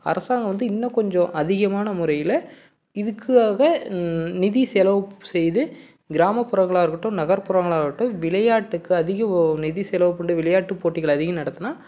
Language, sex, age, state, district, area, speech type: Tamil, male, 30-45, Tamil Nadu, Salem, rural, spontaneous